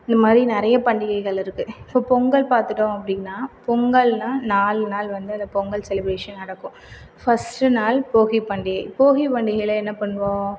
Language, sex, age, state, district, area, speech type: Tamil, female, 45-60, Tamil Nadu, Cuddalore, rural, spontaneous